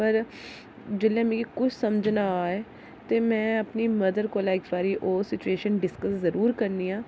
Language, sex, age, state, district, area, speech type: Dogri, female, 30-45, Jammu and Kashmir, Jammu, urban, spontaneous